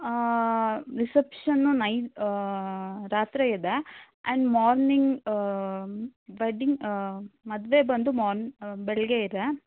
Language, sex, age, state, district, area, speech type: Kannada, female, 18-30, Karnataka, Shimoga, rural, conversation